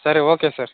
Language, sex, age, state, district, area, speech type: Kannada, male, 18-30, Karnataka, Chitradurga, rural, conversation